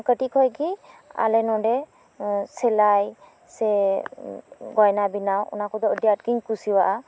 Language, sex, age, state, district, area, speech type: Santali, female, 30-45, West Bengal, Birbhum, rural, spontaneous